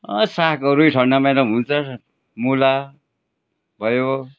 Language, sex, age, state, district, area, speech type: Nepali, male, 60+, West Bengal, Darjeeling, rural, spontaneous